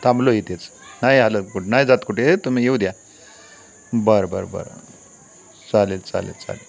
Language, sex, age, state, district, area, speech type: Marathi, male, 60+, Maharashtra, Satara, rural, spontaneous